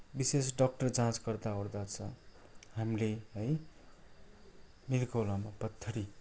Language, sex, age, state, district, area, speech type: Nepali, male, 45-60, West Bengal, Kalimpong, rural, spontaneous